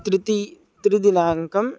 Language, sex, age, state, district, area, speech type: Sanskrit, male, 18-30, Maharashtra, Buldhana, urban, spontaneous